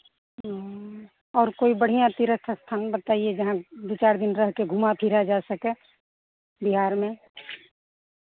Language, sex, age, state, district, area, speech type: Hindi, female, 45-60, Bihar, Madhepura, rural, conversation